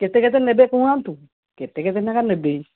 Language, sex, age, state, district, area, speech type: Odia, female, 45-60, Odisha, Angul, rural, conversation